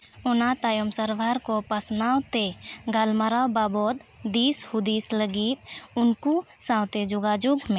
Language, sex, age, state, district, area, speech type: Santali, female, 18-30, Jharkhand, East Singhbhum, rural, read